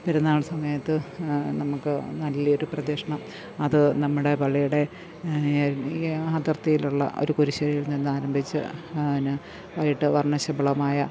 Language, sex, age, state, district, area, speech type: Malayalam, female, 60+, Kerala, Pathanamthitta, rural, spontaneous